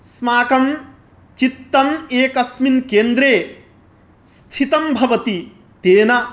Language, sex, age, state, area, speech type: Sanskrit, male, 30-45, Bihar, rural, spontaneous